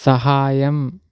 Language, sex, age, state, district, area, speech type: Telugu, male, 60+, Andhra Pradesh, Kakinada, rural, read